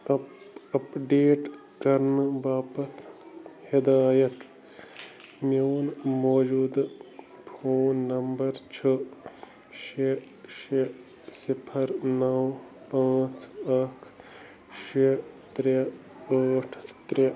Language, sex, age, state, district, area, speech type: Kashmiri, male, 30-45, Jammu and Kashmir, Bandipora, rural, read